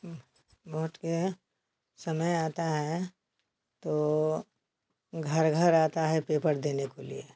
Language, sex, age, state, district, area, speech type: Hindi, female, 60+, Bihar, Samastipur, rural, spontaneous